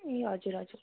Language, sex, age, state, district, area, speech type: Nepali, female, 18-30, West Bengal, Darjeeling, rural, conversation